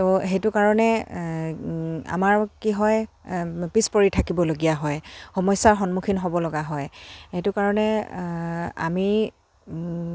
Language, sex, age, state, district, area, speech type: Assamese, female, 30-45, Assam, Dibrugarh, rural, spontaneous